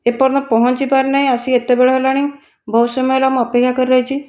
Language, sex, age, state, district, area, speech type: Odia, female, 60+, Odisha, Nayagarh, rural, spontaneous